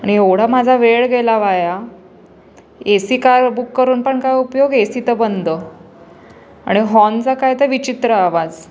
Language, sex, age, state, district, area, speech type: Marathi, female, 18-30, Maharashtra, Pune, urban, spontaneous